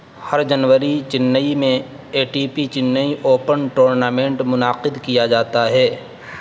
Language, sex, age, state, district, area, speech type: Urdu, male, 18-30, Uttar Pradesh, Saharanpur, urban, read